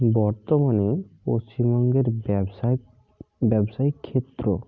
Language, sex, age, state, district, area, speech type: Bengali, male, 45-60, West Bengal, Bankura, urban, spontaneous